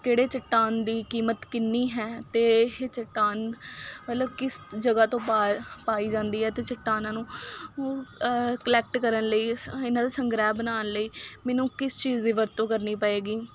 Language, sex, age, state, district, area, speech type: Punjabi, female, 18-30, Punjab, Faridkot, urban, spontaneous